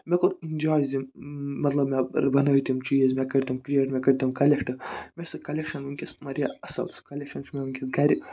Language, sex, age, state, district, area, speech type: Kashmiri, male, 45-60, Jammu and Kashmir, Budgam, urban, spontaneous